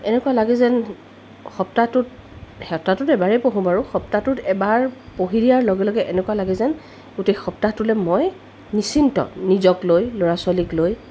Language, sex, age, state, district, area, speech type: Assamese, female, 45-60, Assam, Tinsukia, rural, spontaneous